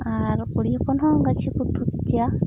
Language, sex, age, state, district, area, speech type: Santali, female, 30-45, West Bengal, Purba Bardhaman, rural, spontaneous